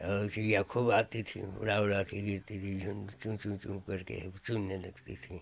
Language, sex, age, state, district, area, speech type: Hindi, male, 60+, Uttar Pradesh, Hardoi, rural, spontaneous